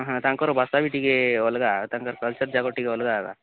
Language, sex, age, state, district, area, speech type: Odia, male, 18-30, Odisha, Nabarangpur, urban, conversation